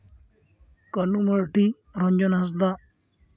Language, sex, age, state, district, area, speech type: Santali, male, 18-30, West Bengal, Uttar Dinajpur, rural, spontaneous